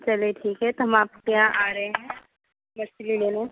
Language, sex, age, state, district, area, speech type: Hindi, female, 30-45, Uttar Pradesh, Bhadohi, rural, conversation